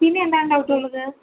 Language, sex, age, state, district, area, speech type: Malayalam, female, 18-30, Kerala, Ernakulam, rural, conversation